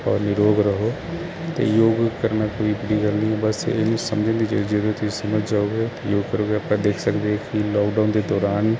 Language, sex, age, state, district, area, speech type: Punjabi, male, 30-45, Punjab, Kapurthala, urban, spontaneous